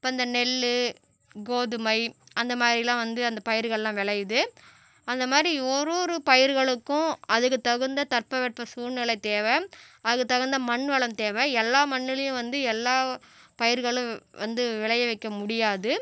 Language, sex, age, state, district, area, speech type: Tamil, female, 45-60, Tamil Nadu, Cuddalore, rural, spontaneous